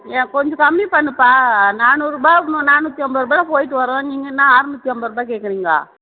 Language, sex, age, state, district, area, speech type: Tamil, female, 45-60, Tamil Nadu, Tiruvannamalai, urban, conversation